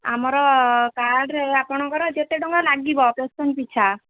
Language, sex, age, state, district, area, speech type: Odia, female, 30-45, Odisha, Sambalpur, rural, conversation